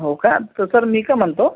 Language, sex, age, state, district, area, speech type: Marathi, male, 30-45, Maharashtra, Buldhana, rural, conversation